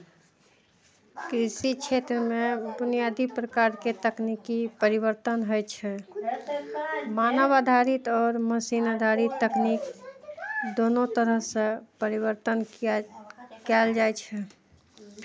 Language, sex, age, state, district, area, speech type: Maithili, female, 30-45, Bihar, Araria, rural, spontaneous